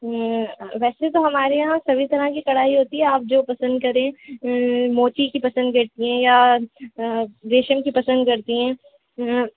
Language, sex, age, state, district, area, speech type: Urdu, female, 18-30, Uttar Pradesh, Rampur, urban, conversation